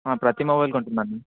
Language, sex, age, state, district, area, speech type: Telugu, male, 18-30, Telangana, Ranga Reddy, urban, conversation